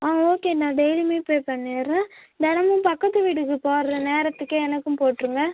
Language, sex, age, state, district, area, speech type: Tamil, female, 18-30, Tamil Nadu, Cuddalore, rural, conversation